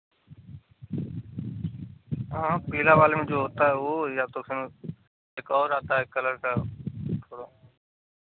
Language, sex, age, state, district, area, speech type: Hindi, male, 30-45, Uttar Pradesh, Mau, rural, conversation